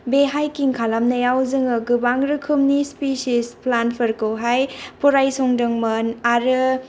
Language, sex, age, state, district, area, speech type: Bodo, female, 18-30, Assam, Kokrajhar, rural, spontaneous